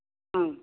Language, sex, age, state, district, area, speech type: Bodo, female, 60+, Assam, Baksa, urban, conversation